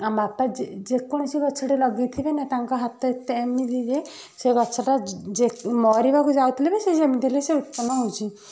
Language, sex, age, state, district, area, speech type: Odia, female, 30-45, Odisha, Kendujhar, urban, spontaneous